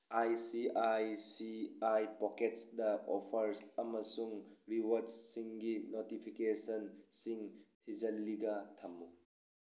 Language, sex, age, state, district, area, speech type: Manipuri, male, 30-45, Manipur, Tengnoupal, urban, read